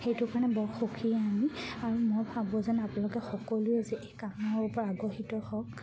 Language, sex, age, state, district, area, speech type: Assamese, female, 30-45, Assam, Charaideo, rural, spontaneous